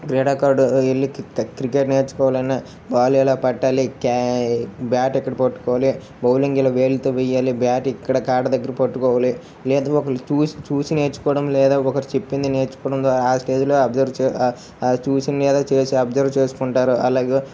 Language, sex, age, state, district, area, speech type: Telugu, male, 30-45, Andhra Pradesh, Srikakulam, urban, spontaneous